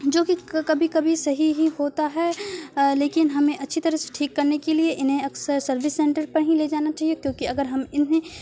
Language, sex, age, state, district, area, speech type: Urdu, female, 30-45, Bihar, Supaul, urban, spontaneous